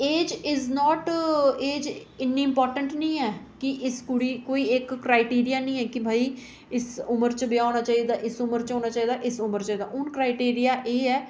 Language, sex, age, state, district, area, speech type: Dogri, female, 30-45, Jammu and Kashmir, Reasi, urban, spontaneous